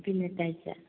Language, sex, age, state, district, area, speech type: Malayalam, female, 45-60, Kerala, Kasaragod, rural, conversation